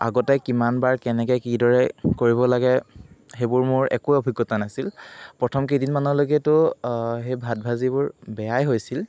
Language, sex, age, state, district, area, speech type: Assamese, male, 18-30, Assam, Jorhat, urban, spontaneous